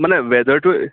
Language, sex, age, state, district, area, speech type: Assamese, male, 18-30, Assam, Kamrup Metropolitan, urban, conversation